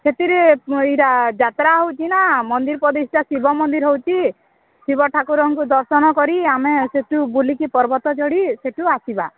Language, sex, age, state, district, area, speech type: Odia, female, 18-30, Odisha, Balangir, urban, conversation